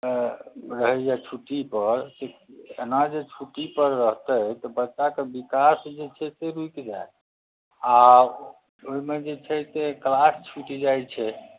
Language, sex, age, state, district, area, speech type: Maithili, male, 30-45, Bihar, Muzaffarpur, urban, conversation